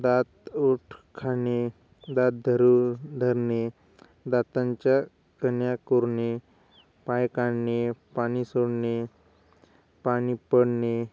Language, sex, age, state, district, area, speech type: Marathi, male, 18-30, Maharashtra, Hingoli, urban, spontaneous